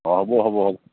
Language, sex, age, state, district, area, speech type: Assamese, male, 45-60, Assam, Charaideo, rural, conversation